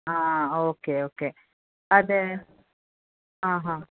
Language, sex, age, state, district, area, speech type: Kannada, female, 45-60, Karnataka, Bangalore Urban, rural, conversation